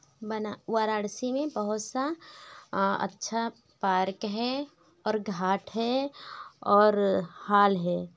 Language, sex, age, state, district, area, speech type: Hindi, female, 18-30, Uttar Pradesh, Varanasi, rural, spontaneous